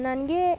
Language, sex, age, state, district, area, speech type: Kannada, female, 18-30, Karnataka, Chikkamagaluru, rural, spontaneous